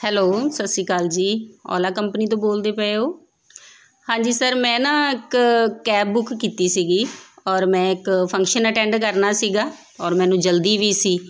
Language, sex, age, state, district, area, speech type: Punjabi, female, 30-45, Punjab, Tarn Taran, urban, spontaneous